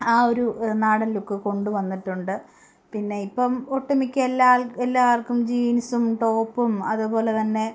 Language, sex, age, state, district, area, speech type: Malayalam, female, 18-30, Kerala, Palakkad, rural, spontaneous